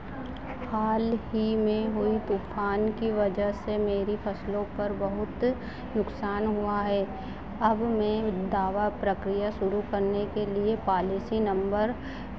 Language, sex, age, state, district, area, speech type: Hindi, female, 18-30, Madhya Pradesh, Harda, urban, read